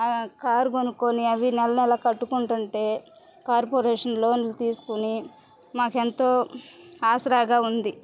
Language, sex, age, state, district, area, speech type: Telugu, female, 30-45, Andhra Pradesh, Bapatla, rural, spontaneous